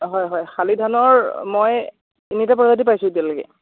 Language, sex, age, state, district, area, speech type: Assamese, male, 18-30, Assam, Dhemaji, rural, conversation